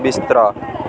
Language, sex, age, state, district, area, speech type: Dogri, male, 18-30, Jammu and Kashmir, Samba, rural, read